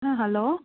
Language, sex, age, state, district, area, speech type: Tamil, female, 45-60, Tamil Nadu, Krishnagiri, rural, conversation